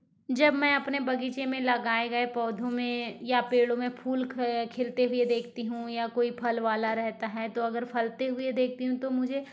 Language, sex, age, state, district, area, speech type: Hindi, female, 60+, Madhya Pradesh, Balaghat, rural, spontaneous